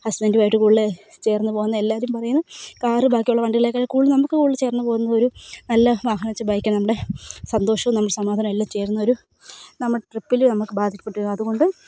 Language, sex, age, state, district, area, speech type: Malayalam, female, 18-30, Kerala, Kozhikode, rural, spontaneous